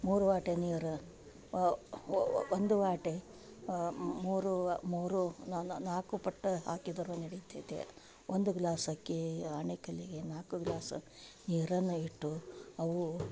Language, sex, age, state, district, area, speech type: Kannada, female, 60+, Karnataka, Gadag, rural, spontaneous